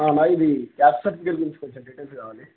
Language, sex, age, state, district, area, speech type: Telugu, male, 18-30, Telangana, Jangaon, rural, conversation